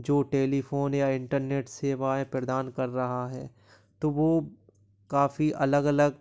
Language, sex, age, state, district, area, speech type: Hindi, male, 18-30, Madhya Pradesh, Gwalior, urban, spontaneous